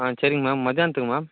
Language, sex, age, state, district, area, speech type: Tamil, male, 30-45, Tamil Nadu, Chengalpattu, rural, conversation